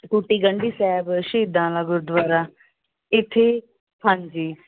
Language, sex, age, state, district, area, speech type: Punjabi, female, 30-45, Punjab, Muktsar, urban, conversation